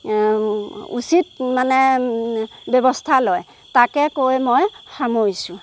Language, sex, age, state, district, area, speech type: Assamese, female, 30-45, Assam, Golaghat, rural, spontaneous